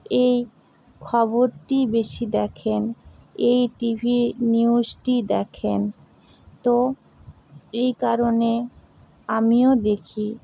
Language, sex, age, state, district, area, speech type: Bengali, female, 60+, West Bengal, Purba Medinipur, rural, spontaneous